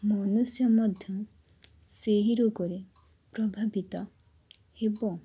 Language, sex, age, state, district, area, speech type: Odia, female, 30-45, Odisha, Cuttack, urban, spontaneous